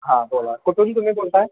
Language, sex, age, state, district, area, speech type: Marathi, male, 18-30, Maharashtra, Kolhapur, urban, conversation